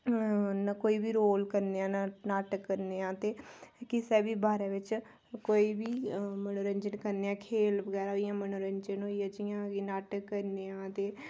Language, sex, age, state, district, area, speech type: Dogri, female, 18-30, Jammu and Kashmir, Udhampur, rural, spontaneous